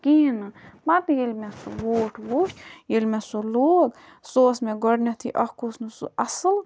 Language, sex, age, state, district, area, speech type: Kashmiri, female, 18-30, Jammu and Kashmir, Budgam, rural, spontaneous